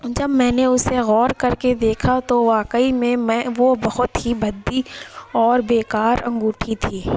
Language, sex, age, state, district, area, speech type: Urdu, female, 30-45, Uttar Pradesh, Lucknow, rural, spontaneous